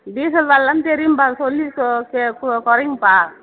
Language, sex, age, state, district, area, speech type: Tamil, female, 45-60, Tamil Nadu, Tiruvannamalai, urban, conversation